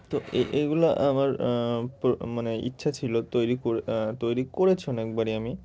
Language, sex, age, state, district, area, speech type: Bengali, male, 18-30, West Bengal, Murshidabad, urban, spontaneous